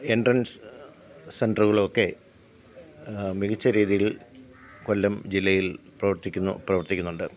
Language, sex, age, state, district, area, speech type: Malayalam, male, 45-60, Kerala, Kollam, rural, spontaneous